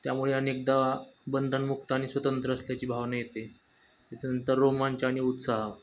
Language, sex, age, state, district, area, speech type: Marathi, male, 30-45, Maharashtra, Osmanabad, rural, spontaneous